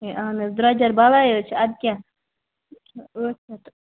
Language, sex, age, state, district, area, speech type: Kashmiri, female, 30-45, Jammu and Kashmir, Baramulla, urban, conversation